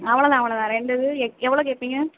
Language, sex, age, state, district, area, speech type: Tamil, female, 18-30, Tamil Nadu, Sivaganga, rural, conversation